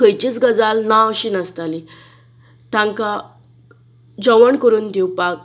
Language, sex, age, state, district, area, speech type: Goan Konkani, female, 30-45, Goa, Bardez, rural, spontaneous